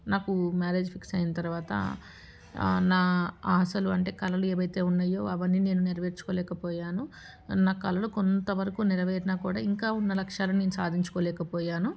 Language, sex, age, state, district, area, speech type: Telugu, female, 30-45, Telangana, Medchal, urban, spontaneous